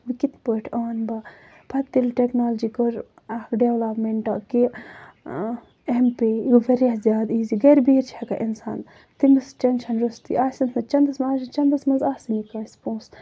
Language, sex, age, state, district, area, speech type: Kashmiri, female, 18-30, Jammu and Kashmir, Kupwara, rural, spontaneous